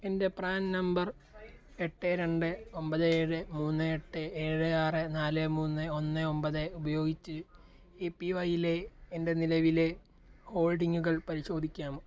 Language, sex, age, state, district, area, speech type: Malayalam, male, 18-30, Kerala, Alappuzha, rural, read